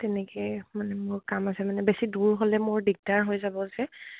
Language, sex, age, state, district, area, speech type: Assamese, female, 18-30, Assam, Dibrugarh, rural, conversation